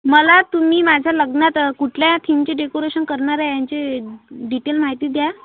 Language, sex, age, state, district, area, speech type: Marathi, female, 18-30, Maharashtra, Amravati, rural, conversation